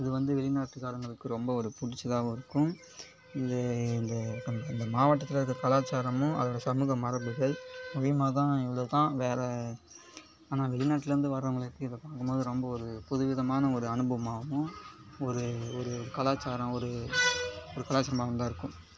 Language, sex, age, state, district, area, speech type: Tamil, male, 18-30, Tamil Nadu, Cuddalore, rural, spontaneous